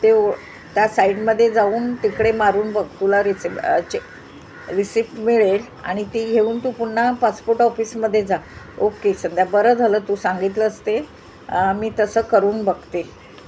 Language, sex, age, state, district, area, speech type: Marathi, female, 45-60, Maharashtra, Mumbai Suburban, urban, spontaneous